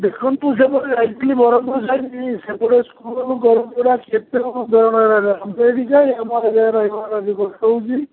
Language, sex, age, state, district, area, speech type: Odia, male, 45-60, Odisha, Sundergarh, rural, conversation